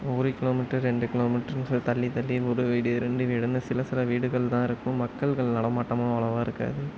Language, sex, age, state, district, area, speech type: Tamil, male, 18-30, Tamil Nadu, Sivaganga, rural, spontaneous